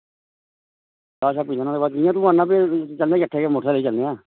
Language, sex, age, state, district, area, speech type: Dogri, male, 60+, Jammu and Kashmir, Reasi, rural, conversation